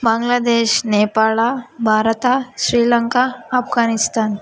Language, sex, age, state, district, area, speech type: Kannada, female, 18-30, Karnataka, Kolar, rural, spontaneous